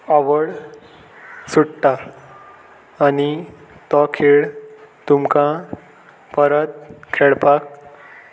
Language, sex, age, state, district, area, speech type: Goan Konkani, male, 18-30, Goa, Salcete, urban, spontaneous